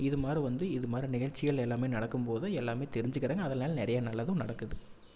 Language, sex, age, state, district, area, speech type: Tamil, male, 18-30, Tamil Nadu, Erode, rural, spontaneous